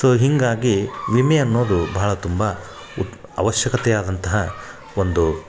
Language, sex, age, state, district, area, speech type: Kannada, male, 30-45, Karnataka, Dharwad, rural, spontaneous